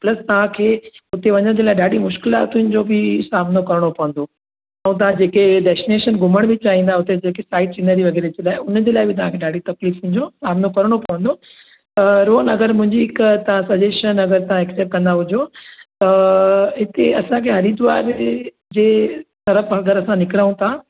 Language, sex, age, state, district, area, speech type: Sindhi, female, 30-45, Gujarat, Surat, urban, conversation